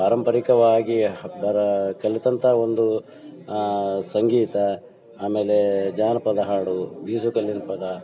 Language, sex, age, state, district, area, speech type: Kannada, male, 45-60, Karnataka, Dharwad, urban, spontaneous